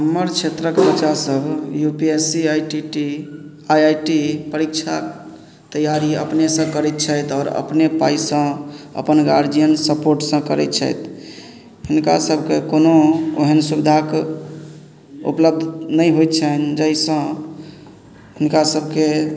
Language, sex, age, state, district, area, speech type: Maithili, male, 30-45, Bihar, Madhubani, rural, spontaneous